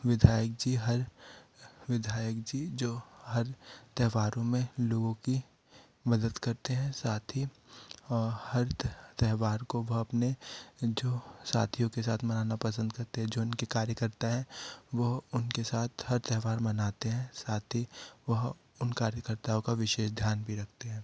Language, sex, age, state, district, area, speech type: Hindi, male, 30-45, Madhya Pradesh, Betul, rural, spontaneous